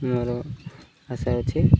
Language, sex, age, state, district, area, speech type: Odia, male, 30-45, Odisha, Koraput, urban, spontaneous